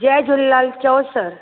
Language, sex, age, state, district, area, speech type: Sindhi, female, 45-60, Maharashtra, Thane, urban, conversation